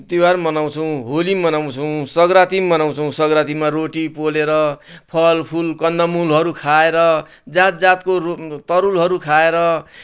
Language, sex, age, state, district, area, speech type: Nepali, male, 60+, West Bengal, Kalimpong, rural, spontaneous